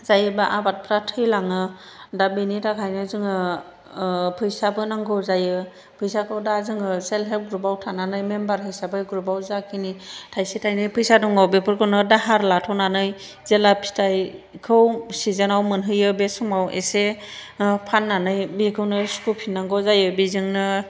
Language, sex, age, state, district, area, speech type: Bodo, female, 45-60, Assam, Chirang, urban, spontaneous